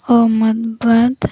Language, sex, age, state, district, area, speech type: Odia, female, 18-30, Odisha, Koraput, urban, spontaneous